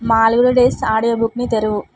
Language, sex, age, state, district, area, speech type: Telugu, female, 18-30, Telangana, Vikarabad, urban, read